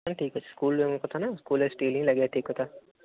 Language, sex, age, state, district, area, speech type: Odia, male, 18-30, Odisha, Jagatsinghpur, rural, conversation